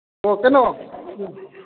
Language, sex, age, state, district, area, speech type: Manipuri, male, 45-60, Manipur, Kakching, rural, conversation